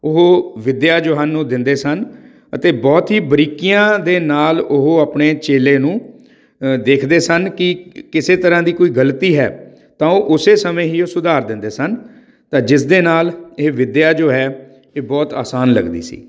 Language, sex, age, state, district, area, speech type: Punjabi, male, 45-60, Punjab, Patiala, urban, spontaneous